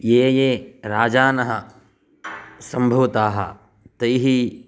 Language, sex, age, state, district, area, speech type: Sanskrit, male, 30-45, Karnataka, Shimoga, urban, spontaneous